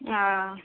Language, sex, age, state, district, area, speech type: Maithili, female, 18-30, Bihar, Madhepura, rural, conversation